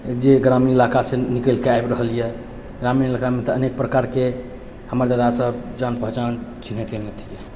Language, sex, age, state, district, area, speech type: Maithili, male, 30-45, Bihar, Purnia, rural, spontaneous